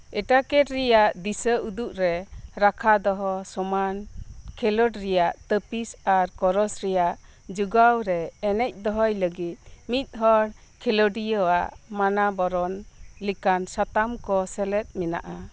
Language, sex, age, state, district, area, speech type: Santali, female, 45-60, West Bengal, Birbhum, rural, read